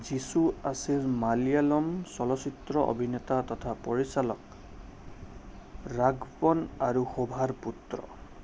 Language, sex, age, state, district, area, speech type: Assamese, male, 30-45, Assam, Sonitpur, rural, read